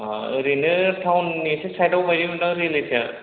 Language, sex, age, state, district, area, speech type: Bodo, male, 45-60, Assam, Kokrajhar, rural, conversation